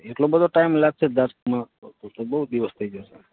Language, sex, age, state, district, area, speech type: Gujarati, male, 30-45, Gujarat, Morbi, rural, conversation